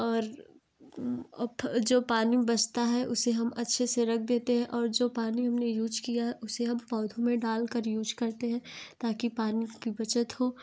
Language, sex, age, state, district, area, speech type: Hindi, female, 18-30, Uttar Pradesh, Jaunpur, urban, spontaneous